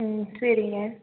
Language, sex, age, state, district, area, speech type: Tamil, female, 18-30, Tamil Nadu, Nilgiris, rural, conversation